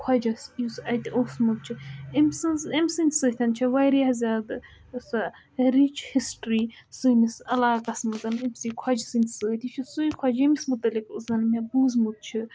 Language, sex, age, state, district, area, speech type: Kashmiri, female, 18-30, Jammu and Kashmir, Budgam, rural, spontaneous